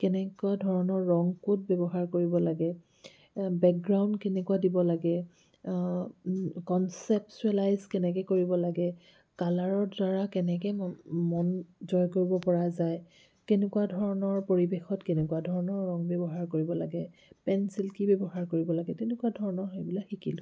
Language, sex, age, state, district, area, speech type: Assamese, female, 30-45, Assam, Jorhat, urban, spontaneous